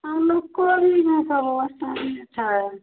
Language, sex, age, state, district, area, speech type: Hindi, female, 60+, Bihar, Madhepura, rural, conversation